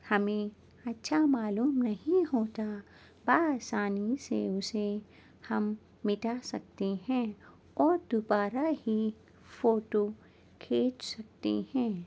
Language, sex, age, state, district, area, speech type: Urdu, female, 30-45, Delhi, Central Delhi, urban, spontaneous